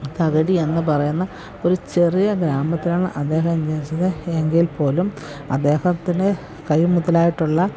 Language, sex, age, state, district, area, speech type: Malayalam, female, 45-60, Kerala, Pathanamthitta, rural, spontaneous